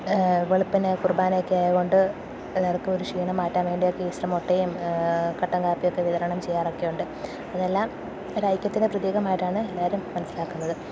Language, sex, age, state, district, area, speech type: Malayalam, female, 30-45, Kerala, Kottayam, rural, spontaneous